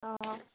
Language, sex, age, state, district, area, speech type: Assamese, female, 18-30, Assam, Darrang, rural, conversation